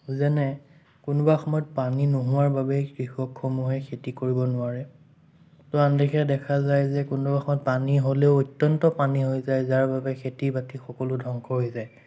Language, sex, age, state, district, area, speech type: Assamese, male, 18-30, Assam, Sonitpur, rural, spontaneous